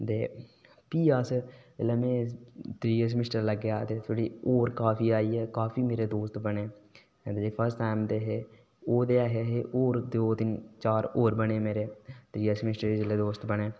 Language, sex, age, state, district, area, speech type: Dogri, male, 18-30, Jammu and Kashmir, Udhampur, rural, spontaneous